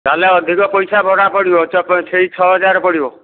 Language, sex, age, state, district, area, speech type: Odia, male, 60+, Odisha, Angul, rural, conversation